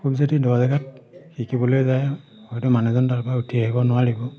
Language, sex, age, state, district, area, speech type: Assamese, male, 45-60, Assam, Majuli, urban, spontaneous